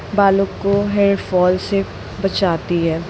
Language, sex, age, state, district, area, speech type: Hindi, female, 18-30, Madhya Pradesh, Jabalpur, urban, spontaneous